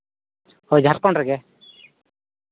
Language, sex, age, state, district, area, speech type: Santali, male, 18-30, Jharkhand, East Singhbhum, rural, conversation